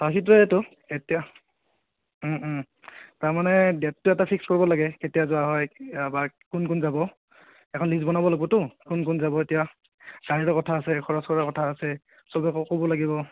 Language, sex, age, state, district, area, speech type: Assamese, male, 30-45, Assam, Goalpara, urban, conversation